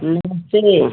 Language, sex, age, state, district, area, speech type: Hindi, female, 60+, Uttar Pradesh, Chandauli, rural, conversation